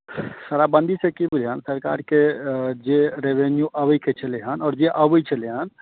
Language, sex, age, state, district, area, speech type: Maithili, male, 18-30, Bihar, Madhubani, rural, conversation